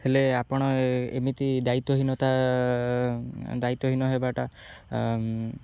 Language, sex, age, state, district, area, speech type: Odia, male, 18-30, Odisha, Jagatsinghpur, rural, spontaneous